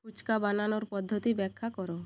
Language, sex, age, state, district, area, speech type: Bengali, female, 45-60, West Bengal, Bankura, rural, read